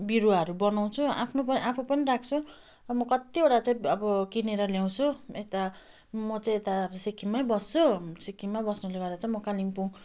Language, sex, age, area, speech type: Nepali, female, 30-45, rural, spontaneous